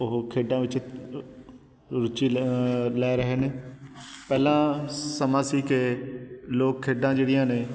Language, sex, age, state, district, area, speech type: Punjabi, male, 30-45, Punjab, Patiala, urban, spontaneous